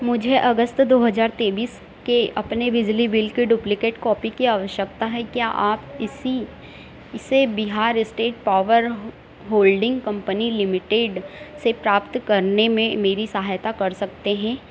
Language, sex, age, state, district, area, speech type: Hindi, female, 18-30, Madhya Pradesh, Harda, urban, read